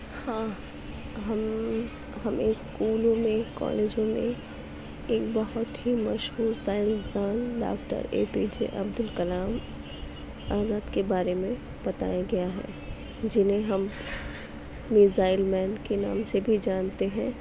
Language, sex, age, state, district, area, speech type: Urdu, female, 18-30, Uttar Pradesh, Mau, urban, spontaneous